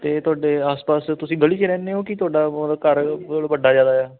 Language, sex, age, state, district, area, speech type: Punjabi, male, 18-30, Punjab, Ludhiana, urban, conversation